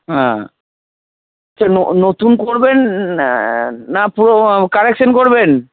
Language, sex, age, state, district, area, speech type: Bengali, male, 60+, West Bengal, Purba Bardhaman, urban, conversation